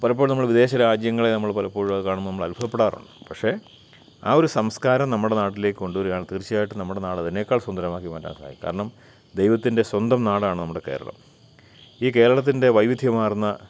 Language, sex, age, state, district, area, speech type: Malayalam, male, 45-60, Kerala, Kottayam, urban, spontaneous